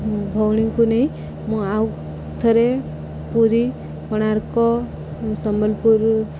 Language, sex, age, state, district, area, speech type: Odia, female, 18-30, Odisha, Subarnapur, urban, spontaneous